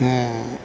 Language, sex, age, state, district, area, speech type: Bodo, male, 60+, Assam, Chirang, rural, spontaneous